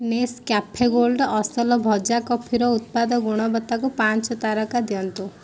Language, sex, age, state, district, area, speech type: Odia, female, 18-30, Odisha, Kendrapara, urban, read